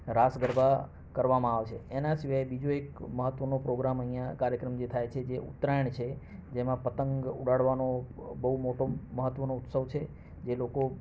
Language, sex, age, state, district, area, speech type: Gujarati, male, 45-60, Gujarat, Ahmedabad, urban, spontaneous